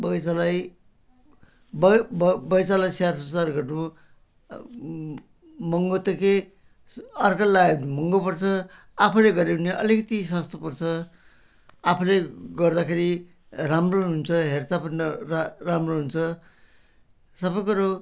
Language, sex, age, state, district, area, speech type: Nepali, male, 60+, West Bengal, Jalpaiguri, rural, spontaneous